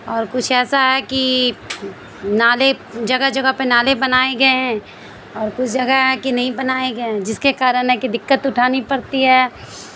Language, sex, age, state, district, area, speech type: Urdu, female, 30-45, Bihar, Supaul, rural, spontaneous